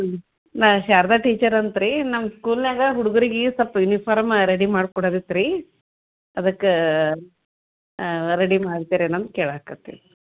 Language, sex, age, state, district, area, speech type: Kannada, female, 45-60, Karnataka, Gulbarga, urban, conversation